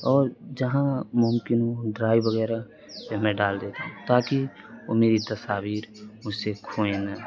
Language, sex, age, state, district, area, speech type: Urdu, male, 18-30, Uttar Pradesh, Azamgarh, rural, spontaneous